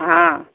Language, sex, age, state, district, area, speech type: Hindi, female, 60+, Uttar Pradesh, Mau, rural, conversation